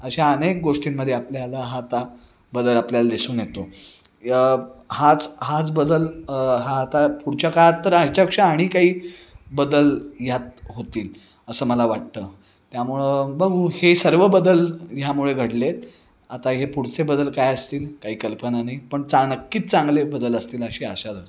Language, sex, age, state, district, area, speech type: Marathi, male, 30-45, Maharashtra, Sangli, urban, spontaneous